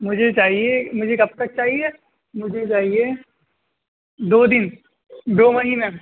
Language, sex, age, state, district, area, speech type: Urdu, male, 18-30, Uttar Pradesh, Rampur, urban, conversation